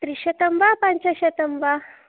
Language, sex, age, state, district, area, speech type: Sanskrit, female, 30-45, Telangana, Hyderabad, rural, conversation